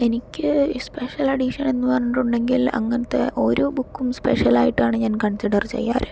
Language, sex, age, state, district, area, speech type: Malayalam, female, 18-30, Kerala, Palakkad, urban, spontaneous